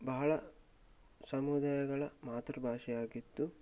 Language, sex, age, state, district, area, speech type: Kannada, male, 18-30, Karnataka, Shimoga, rural, spontaneous